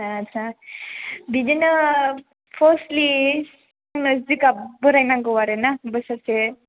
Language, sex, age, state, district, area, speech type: Bodo, female, 18-30, Assam, Chirang, urban, conversation